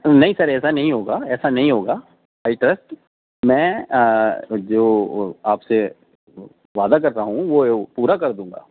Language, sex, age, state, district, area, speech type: Urdu, male, 18-30, Delhi, Central Delhi, urban, conversation